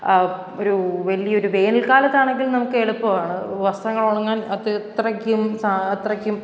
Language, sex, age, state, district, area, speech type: Malayalam, female, 18-30, Kerala, Pathanamthitta, rural, spontaneous